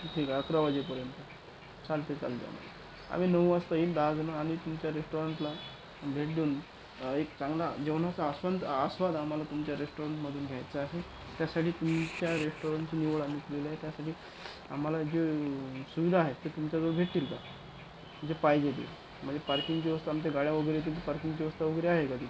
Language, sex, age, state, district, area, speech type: Marathi, male, 45-60, Maharashtra, Akola, rural, spontaneous